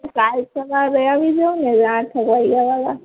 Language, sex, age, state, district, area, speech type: Gujarati, female, 30-45, Gujarat, Morbi, urban, conversation